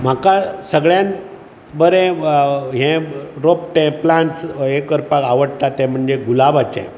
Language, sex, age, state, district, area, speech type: Goan Konkani, male, 60+, Goa, Bardez, urban, spontaneous